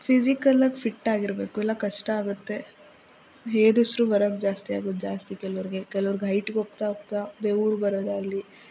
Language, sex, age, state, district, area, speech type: Kannada, female, 45-60, Karnataka, Chikkaballapur, rural, spontaneous